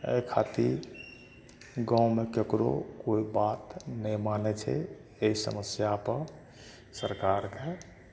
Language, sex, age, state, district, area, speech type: Maithili, male, 60+, Bihar, Madhepura, urban, spontaneous